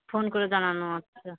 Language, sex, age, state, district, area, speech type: Bengali, female, 45-60, West Bengal, Purba Bardhaman, rural, conversation